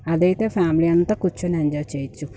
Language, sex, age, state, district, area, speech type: Telugu, female, 18-30, Andhra Pradesh, Guntur, urban, spontaneous